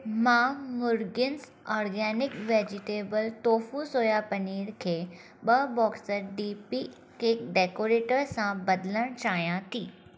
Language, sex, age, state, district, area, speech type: Sindhi, female, 18-30, Maharashtra, Thane, urban, read